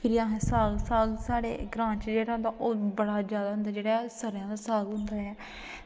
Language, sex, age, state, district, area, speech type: Dogri, female, 18-30, Jammu and Kashmir, Kathua, rural, spontaneous